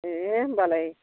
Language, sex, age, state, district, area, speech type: Bodo, female, 60+, Assam, Baksa, rural, conversation